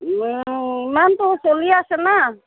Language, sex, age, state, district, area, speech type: Assamese, female, 45-60, Assam, Kamrup Metropolitan, urban, conversation